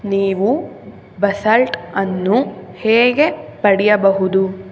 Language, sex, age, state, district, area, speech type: Kannada, female, 18-30, Karnataka, Mysore, urban, read